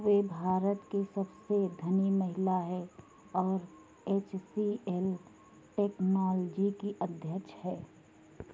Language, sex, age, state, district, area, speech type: Hindi, female, 45-60, Uttar Pradesh, Sitapur, rural, read